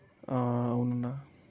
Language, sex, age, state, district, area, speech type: Telugu, male, 18-30, Andhra Pradesh, Bapatla, urban, spontaneous